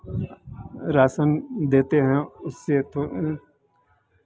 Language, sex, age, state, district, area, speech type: Hindi, male, 60+, Bihar, Madhepura, rural, spontaneous